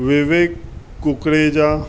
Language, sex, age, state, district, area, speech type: Sindhi, male, 45-60, Maharashtra, Mumbai Suburban, urban, spontaneous